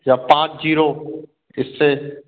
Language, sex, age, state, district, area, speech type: Hindi, male, 18-30, Madhya Pradesh, Jabalpur, urban, conversation